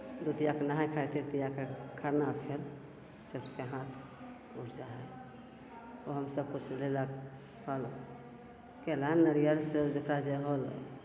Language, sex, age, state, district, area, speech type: Maithili, female, 60+, Bihar, Begusarai, rural, spontaneous